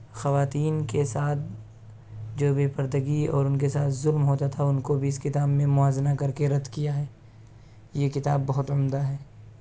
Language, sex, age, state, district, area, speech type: Urdu, male, 18-30, Delhi, East Delhi, urban, spontaneous